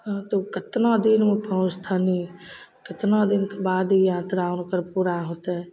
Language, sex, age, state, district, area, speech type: Maithili, female, 30-45, Bihar, Begusarai, rural, spontaneous